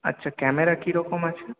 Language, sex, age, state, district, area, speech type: Bengali, male, 18-30, West Bengal, Purulia, urban, conversation